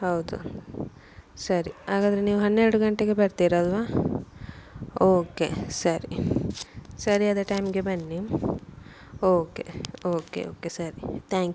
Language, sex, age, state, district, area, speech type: Kannada, female, 30-45, Karnataka, Udupi, rural, spontaneous